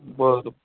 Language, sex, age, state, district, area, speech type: Marathi, male, 30-45, Maharashtra, Gadchiroli, rural, conversation